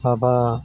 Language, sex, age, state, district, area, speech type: Bodo, male, 60+, Assam, Chirang, rural, spontaneous